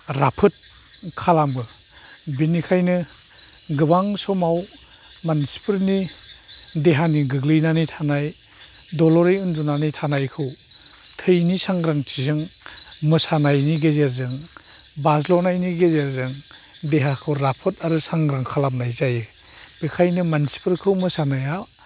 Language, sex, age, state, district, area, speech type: Bodo, male, 45-60, Assam, Chirang, rural, spontaneous